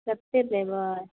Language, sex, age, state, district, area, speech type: Maithili, female, 18-30, Bihar, Samastipur, urban, conversation